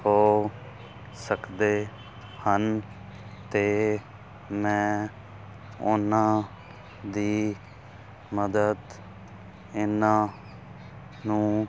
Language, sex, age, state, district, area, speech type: Punjabi, male, 18-30, Punjab, Fazilka, rural, spontaneous